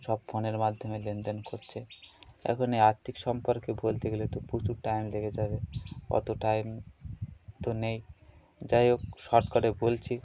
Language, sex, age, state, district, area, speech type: Bengali, male, 30-45, West Bengal, Birbhum, urban, spontaneous